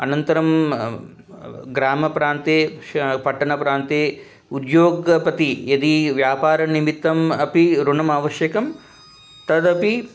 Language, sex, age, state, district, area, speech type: Sanskrit, male, 45-60, Telangana, Ranga Reddy, urban, spontaneous